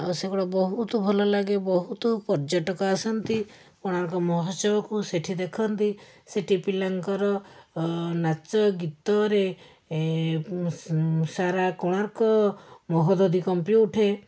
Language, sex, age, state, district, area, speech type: Odia, female, 45-60, Odisha, Puri, urban, spontaneous